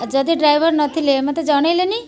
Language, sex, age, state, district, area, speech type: Odia, female, 60+, Odisha, Kendrapara, urban, spontaneous